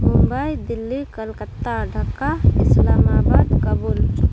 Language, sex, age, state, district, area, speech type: Santali, female, 30-45, Jharkhand, Seraikela Kharsawan, rural, spontaneous